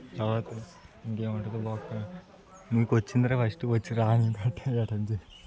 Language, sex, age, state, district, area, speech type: Telugu, male, 18-30, Andhra Pradesh, Anakapalli, rural, spontaneous